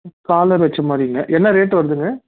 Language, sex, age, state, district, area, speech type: Tamil, male, 30-45, Tamil Nadu, Salem, urban, conversation